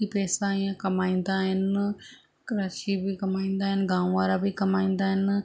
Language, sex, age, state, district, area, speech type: Sindhi, female, 18-30, Rajasthan, Ajmer, urban, spontaneous